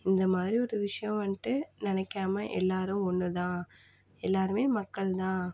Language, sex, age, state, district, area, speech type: Tamil, female, 18-30, Tamil Nadu, Mayiladuthurai, urban, spontaneous